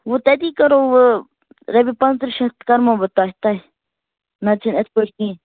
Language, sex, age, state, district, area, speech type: Kashmiri, male, 18-30, Jammu and Kashmir, Kupwara, rural, conversation